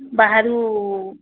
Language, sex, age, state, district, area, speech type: Odia, female, 45-60, Odisha, Sambalpur, rural, conversation